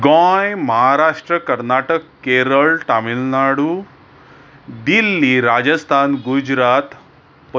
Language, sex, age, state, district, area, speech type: Goan Konkani, male, 45-60, Goa, Bardez, urban, spontaneous